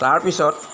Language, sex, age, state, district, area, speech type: Assamese, male, 60+, Assam, Golaghat, urban, spontaneous